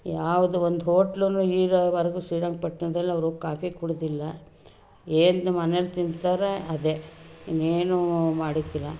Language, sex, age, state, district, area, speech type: Kannada, female, 60+, Karnataka, Mandya, urban, spontaneous